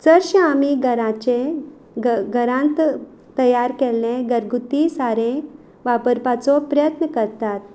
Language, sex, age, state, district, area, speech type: Goan Konkani, female, 30-45, Goa, Quepem, rural, spontaneous